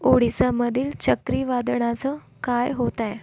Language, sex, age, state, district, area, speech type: Marathi, female, 18-30, Maharashtra, Nagpur, urban, read